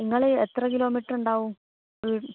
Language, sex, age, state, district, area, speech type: Malayalam, female, 18-30, Kerala, Kannur, rural, conversation